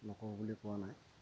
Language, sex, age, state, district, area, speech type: Assamese, male, 30-45, Assam, Dhemaji, rural, spontaneous